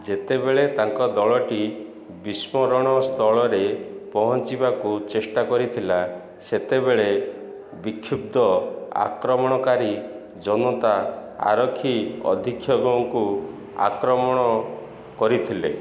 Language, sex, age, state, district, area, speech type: Odia, male, 45-60, Odisha, Ganjam, urban, read